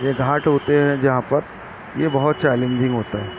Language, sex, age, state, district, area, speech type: Urdu, male, 30-45, Maharashtra, Nashik, urban, spontaneous